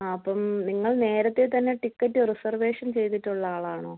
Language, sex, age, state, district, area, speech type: Malayalam, female, 30-45, Kerala, Thiruvananthapuram, rural, conversation